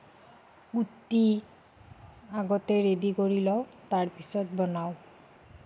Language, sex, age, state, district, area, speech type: Assamese, female, 30-45, Assam, Nagaon, urban, spontaneous